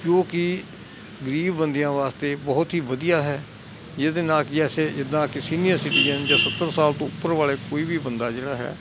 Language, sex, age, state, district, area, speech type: Punjabi, male, 60+, Punjab, Hoshiarpur, rural, spontaneous